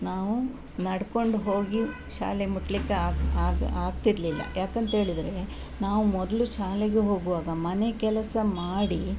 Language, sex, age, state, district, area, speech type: Kannada, female, 60+, Karnataka, Udupi, rural, spontaneous